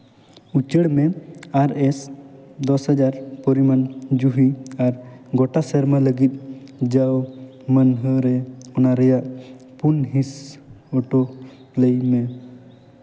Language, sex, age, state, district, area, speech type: Santali, male, 18-30, West Bengal, Jhargram, rural, read